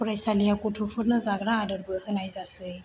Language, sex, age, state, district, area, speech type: Bodo, female, 18-30, Assam, Chirang, rural, spontaneous